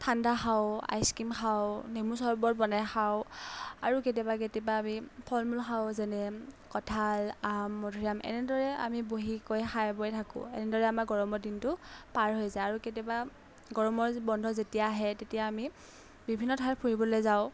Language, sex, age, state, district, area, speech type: Assamese, female, 18-30, Assam, Morigaon, rural, spontaneous